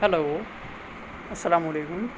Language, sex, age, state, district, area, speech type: Urdu, male, 30-45, Delhi, North West Delhi, urban, spontaneous